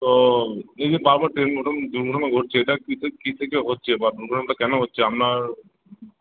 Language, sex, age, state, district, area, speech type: Bengali, male, 30-45, West Bengal, Uttar Dinajpur, urban, conversation